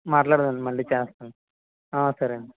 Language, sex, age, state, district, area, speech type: Telugu, male, 45-60, Andhra Pradesh, East Godavari, rural, conversation